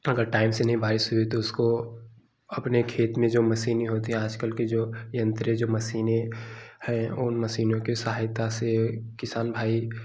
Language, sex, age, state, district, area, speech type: Hindi, male, 18-30, Uttar Pradesh, Jaunpur, rural, spontaneous